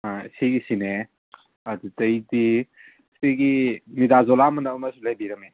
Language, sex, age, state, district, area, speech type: Manipuri, male, 18-30, Manipur, Kangpokpi, urban, conversation